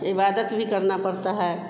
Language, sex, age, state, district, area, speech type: Hindi, female, 60+, Bihar, Vaishali, urban, spontaneous